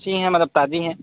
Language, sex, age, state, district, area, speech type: Hindi, male, 45-60, Uttar Pradesh, Sonbhadra, rural, conversation